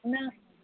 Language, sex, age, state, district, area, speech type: Assamese, female, 60+, Assam, Dibrugarh, rural, conversation